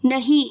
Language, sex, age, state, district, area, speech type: Hindi, female, 18-30, Rajasthan, Jodhpur, urban, read